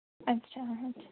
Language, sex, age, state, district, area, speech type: Dogri, female, 18-30, Jammu and Kashmir, Jammu, urban, conversation